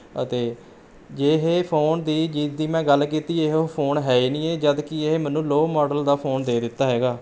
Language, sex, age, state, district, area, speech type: Punjabi, male, 18-30, Punjab, Rupnagar, urban, spontaneous